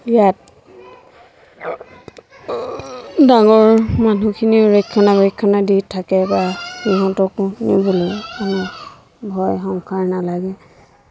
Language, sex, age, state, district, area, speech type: Assamese, female, 30-45, Assam, Lakhimpur, rural, spontaneous